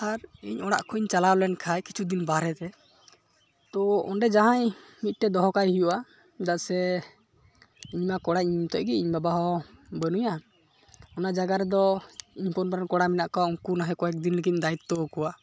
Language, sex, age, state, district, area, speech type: Santali, male, 18-30, West Bengal, Malda, rural, spontaneous